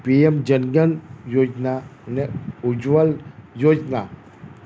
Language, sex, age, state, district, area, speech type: Gujarati, male, 60+, Gujarat, Kheda, rural, spontaneous